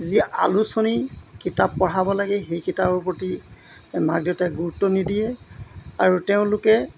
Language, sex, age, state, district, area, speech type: Assamese, male, 60+, Assam, Golaghat, rural, spontaneous